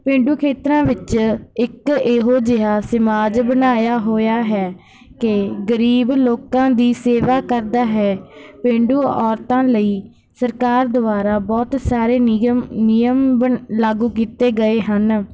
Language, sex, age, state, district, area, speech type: Punjabi, female, 18-30, Punjab, Barnala, rural, spontaneous